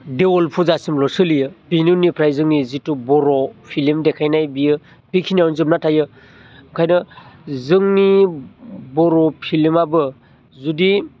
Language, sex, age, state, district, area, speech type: Bodo, male, 30-45, Assam, Baksa, urban, spontaneous